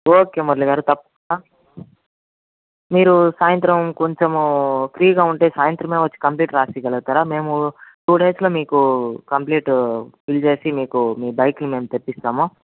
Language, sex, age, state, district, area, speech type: Telugu, male, 30-45, Andhra Pradesh, Chittoor, urban, conversation